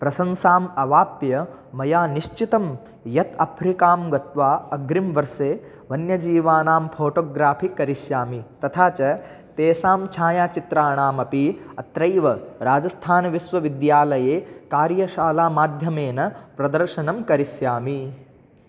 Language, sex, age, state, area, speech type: Sanskrit, male, 18-30, Rajasthan, rural, spontaneous